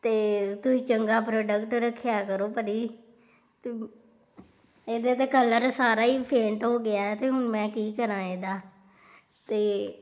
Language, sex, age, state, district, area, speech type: Punjabi, female, 18-30, Punjab, Tarn Taran, rural, spontaneous